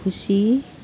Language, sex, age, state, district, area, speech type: Nepali, female, 60+, West Bengal, Jalpaiguri, urban, read